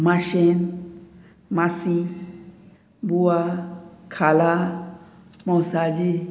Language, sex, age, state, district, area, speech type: Goan Konkani, female, 60+, Goa, Murmgao, rural, spontaneous